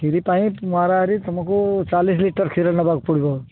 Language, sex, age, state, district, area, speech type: Odia, male, 60+, Odisha, Kalahandi, rural, conversation